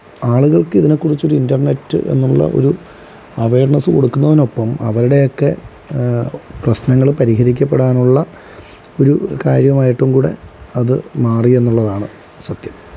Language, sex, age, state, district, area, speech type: Malayalam, male, 30-45, Kerala, Alappuzha, rural, spontaneous